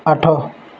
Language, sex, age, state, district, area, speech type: Odia, male, 18-30, Odisha, Bargarh, urban, read